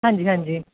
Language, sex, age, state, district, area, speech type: Punjabi, female, 30-45, Punjab, Shaheed Bhagat Singh Nagar, urban, conversation